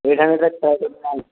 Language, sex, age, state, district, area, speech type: Urdu, male, 18-30, Telangana, Hyderabad, urban, conversation